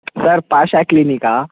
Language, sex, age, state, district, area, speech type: Kannada, male, 18-30, Karnataka, Mysore, rural, conversation